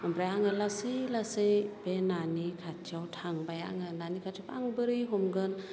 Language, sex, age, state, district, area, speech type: Bodo, female, 45-60, Assam, Chirang, rural, spontaneous